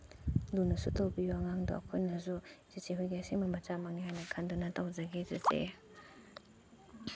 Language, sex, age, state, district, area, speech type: Manipuri, female, 18-30, Manipur, Chandel, rural, spontaneous